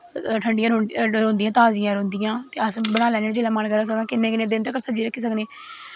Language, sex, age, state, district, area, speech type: Dogri, female, 18-30, Jammu and Kashmir, Kathua, rural, spontaneous